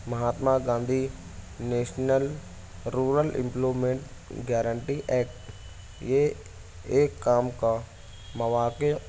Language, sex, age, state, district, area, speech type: Urdu, male, 18-30, Maharashtra, Nashik, urban, spontaneous